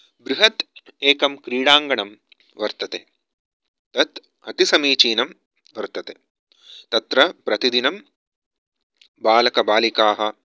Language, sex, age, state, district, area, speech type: Sanskrit, male, 30-45, Karnataka, Bangalore Urban, urban, spontaneous